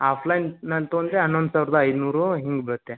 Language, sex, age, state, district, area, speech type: Kannada, male, 30-45, Karnataka, Gadag, rural, conversation